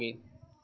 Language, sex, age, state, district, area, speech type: Hindi, male, 18-30, Uttar Pradesh, Chandauli, rural, read